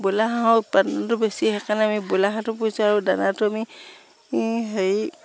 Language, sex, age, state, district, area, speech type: Assamese, female, 45-60, Assam, Sivasagar, rural, spontaneous